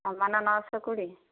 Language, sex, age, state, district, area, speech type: Odia, female, 60+, Odisha, Kandhamal, rural, conversation